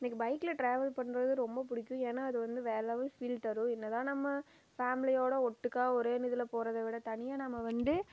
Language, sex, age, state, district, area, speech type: Tamil, female, 18-30, Tamil Nadu, Erode, rural, spontaneous